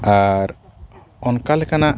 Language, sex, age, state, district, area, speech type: Santali, male, 45-60, Odisha, Mayurbhanj, rural, spontaneous